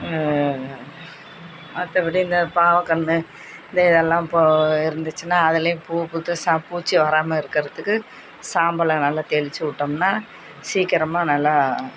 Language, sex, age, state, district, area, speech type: Tamil, female, 45-60, Tamil Nadu, Thanjavur, rural, spontaneous